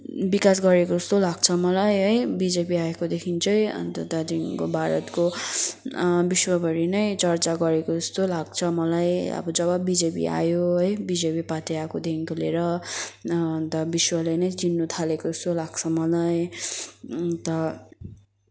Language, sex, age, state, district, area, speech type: Nepali, female, 18-30, West Bengal, Kalimpong, rural, spontaneous